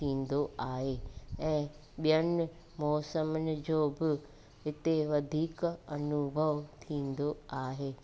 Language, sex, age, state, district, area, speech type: Sindhi, female, 45-60, Gujarat, Junagadh, rural, spontaneous